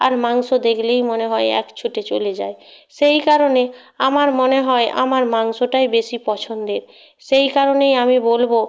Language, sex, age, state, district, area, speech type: Bengali, female, 18-30, West Bengal, Purba Medinipur, rural, spontaneous